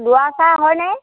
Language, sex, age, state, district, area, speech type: Assamese, male, 60+, Assam, Dibrugarh, rural, conversation